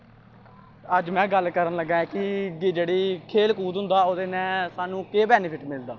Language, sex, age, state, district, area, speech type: Dogri, male, 18-30, Jammu and Kashmir, Samba, rural, spontaneous